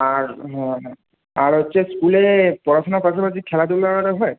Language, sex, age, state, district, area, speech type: Bengali, male, 30-45, West Bengal, Purba Medinipur, rural, conversation